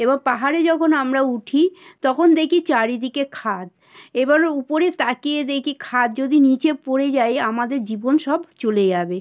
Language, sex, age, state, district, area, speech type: Bengali, female, 60+, West Bengal, South 24 Parganas, rural, spontaneous